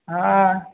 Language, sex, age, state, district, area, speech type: Marathi, male, 18-30, Maharashtra, Buldhana, urban, conversation